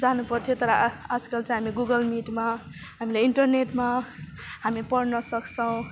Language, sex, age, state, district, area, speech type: Nepali, female, 18-30, West Bengal, Alipurduar, rural, spontaneous